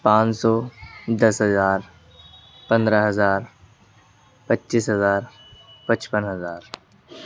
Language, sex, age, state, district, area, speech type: Urdu, male, 18-30, Uttar Pradesh, Ghaziabad, urban, spontaneous